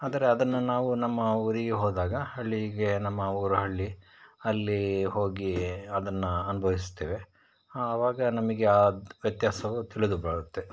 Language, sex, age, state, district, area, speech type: Kannada, male, 60+, Karnataka, Bangalore Rural, rural, spontaneous